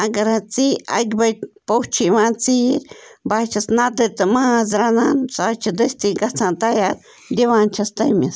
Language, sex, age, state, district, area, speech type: Kashmiri, female, 18-30, Jammu and Kashmir, Bandipora, rural, spontaneous